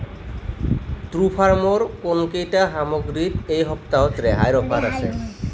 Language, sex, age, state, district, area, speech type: Assamese, male, 30-45, Assam, Nalbari, rural, read